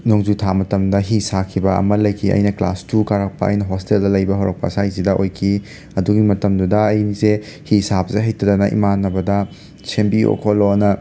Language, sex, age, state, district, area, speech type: Manipuri, male, 30-45, Manipur, Imphal West, urban, spontaneous